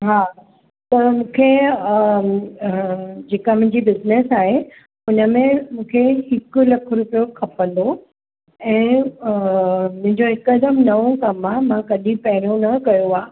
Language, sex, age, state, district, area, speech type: Sindhi, female, 45-60, Maharashtra, Mumbai Suburban, urban, conversation